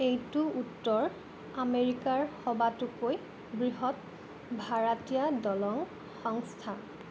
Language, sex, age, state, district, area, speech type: Assamese, female, 18-30, Assam, Jorhat, urban, read